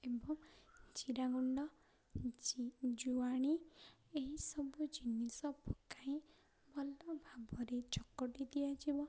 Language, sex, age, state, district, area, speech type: Odia, female, 18-30, Odisha, Ganjam, urban, spontaneous